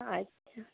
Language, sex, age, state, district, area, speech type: Marathi, female, 60+, Maharashtra, Nagpur, urban, conversation